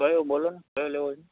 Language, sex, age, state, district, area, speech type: Gujarati, male, 18-30, Gujarat, Morbi, rural, conversation